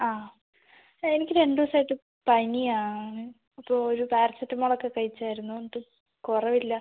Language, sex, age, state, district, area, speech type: Malayalam, female, 30-45, Kerala, Kozhikode, urban, conversation